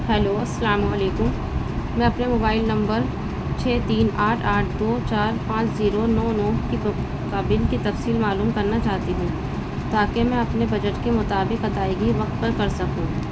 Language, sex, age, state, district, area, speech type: Urdu, female, 30-45, Uttar Pradesh, Balrampur, urban, spontaneous